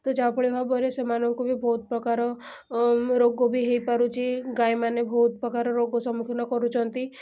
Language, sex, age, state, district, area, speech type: Odia, female, 18-30, Odisha, Cuttack, urban, spontaneous